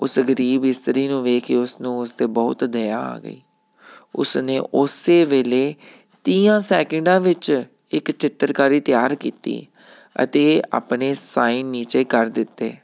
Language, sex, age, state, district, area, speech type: Punjabi, male, 30-45, Punjab, Tarn Taran, urban, spontaneous